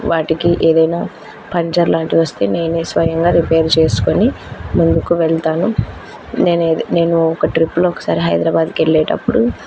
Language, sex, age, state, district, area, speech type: Telugu, female, 18-30, Andhra Pradesh, Kurnool, rural, spontaneous